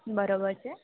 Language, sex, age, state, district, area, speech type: Gujarati, female, 18-30, Gujarat, Amreli, rural, conversation